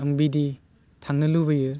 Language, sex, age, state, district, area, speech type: Bodo, male, 18-30, Assam, Udalguri, urban, spontaneous